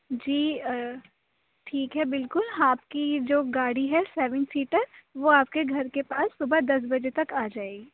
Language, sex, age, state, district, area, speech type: Urdu, female, 30-45, Uttar Pradesh, Aligarh, urban, conversation